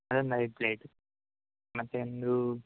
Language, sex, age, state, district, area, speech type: Kannada, male, 18-30, Karnataka, Udupi, rural, conversation